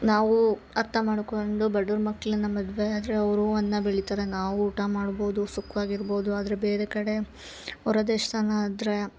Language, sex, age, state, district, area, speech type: Kannada, female, 30-45, Karnataka, Hassan, urban, spontaneous